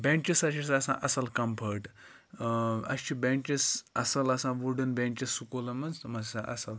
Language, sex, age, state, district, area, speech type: Kashmiri, male, 45-60, Jammu and Kashmir, Ganderbal, rural, spontaneous